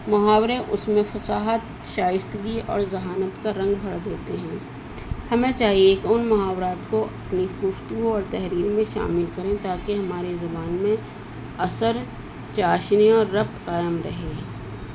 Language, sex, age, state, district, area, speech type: Urdu, female, 60+, Uttar Pradesh, Rampur, urban, spontaneous